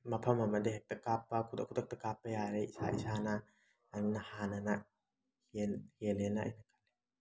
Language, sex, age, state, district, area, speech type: Manipuri, male, 30-45, Manipur, Thoubal, rural, spontaneous